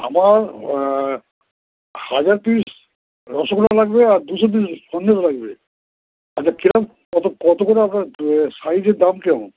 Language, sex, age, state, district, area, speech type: Bengali, male, 60+, West Bengal, Dakshin Dinajpur, rural, conversation